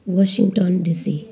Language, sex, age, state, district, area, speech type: Nepali, female, 30-45, West Bengal, Jalpaiguri, rural, spontaneous